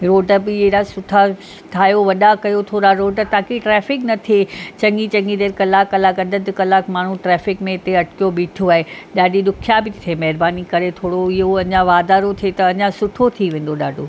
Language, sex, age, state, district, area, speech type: Sindhi, female, 45-60, Maharashtra, Mumbai Suburban, urban, spontaneous